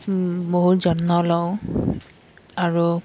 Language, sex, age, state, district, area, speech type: Assamese, female, 18-30, Assam, Udalguri, urban, spontaneous